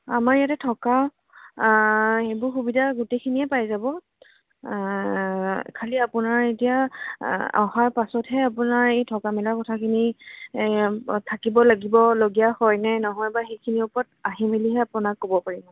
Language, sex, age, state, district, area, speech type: Assamese, female, 18-30, Assam, Jorhat, urban, conversation